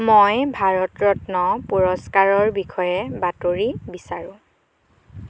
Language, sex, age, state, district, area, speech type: Assamese, female, 18-30, Assam, Dhemaji, rural, read